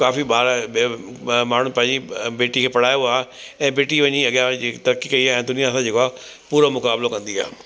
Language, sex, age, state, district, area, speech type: Sindhi, male, 60+, Delhi, South Delhi, urban, spontaneous